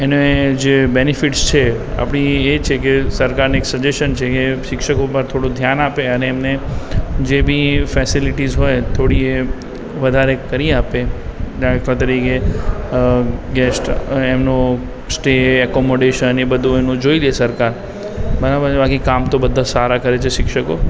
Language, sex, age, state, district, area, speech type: Gujarati, male, 18-30, Gujarat, Aravalli, urban, spontaneous